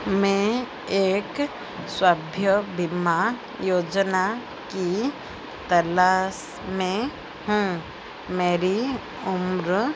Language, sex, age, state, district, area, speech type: Hindi, female, 45-60, Madhya Pradesh, Chhindwara, rural, read